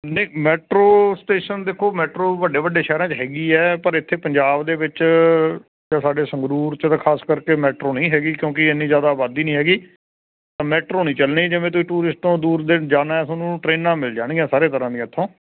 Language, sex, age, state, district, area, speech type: Punjabi, male, 45-60, Punjab, Sangrur, urban, conversation